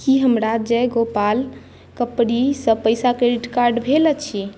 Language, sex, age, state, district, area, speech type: Maithili, female, 18-30, Bihar, Madhubani, rural, read